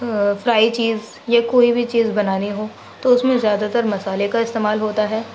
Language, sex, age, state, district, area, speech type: Urdu, female, 45-60, Uttar Pradesh, Gautam Buddha Nagar, urban, spontaneous